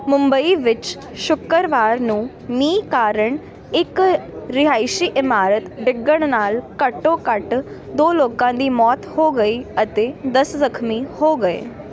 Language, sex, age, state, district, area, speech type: Punjabi, female, 18-30, Punjab, Ludhiana, urban, read